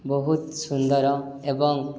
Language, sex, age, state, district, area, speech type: Odia, male, 18-30, Odisha, Subarnapur, urban, spontaneous